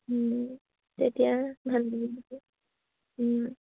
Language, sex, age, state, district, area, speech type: Assamese, female, 18-30, Assam, Lakhimpur, rural, conversation